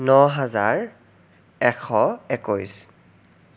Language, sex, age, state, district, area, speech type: Assamese, male, 18-30, Assam, Sonitpur, rural, spontaneous